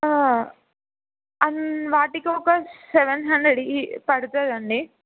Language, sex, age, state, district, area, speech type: Telugu, female, 18-30, Telangana, Mulugu, urban, conversation